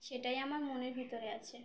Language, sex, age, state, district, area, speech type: Bengali, female, 18-30, West Bengal, Birbhum, urban, spontaneous